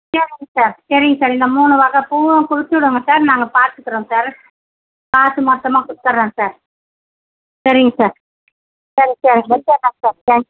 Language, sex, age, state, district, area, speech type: Tamil, female, 60+, Tamil Nadu, Mayiladuthurai, rural, conversation